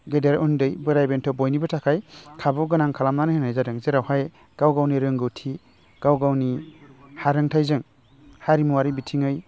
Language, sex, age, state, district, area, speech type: Bodo, male, 30-45, Assam, Baksa, urban, spontaneous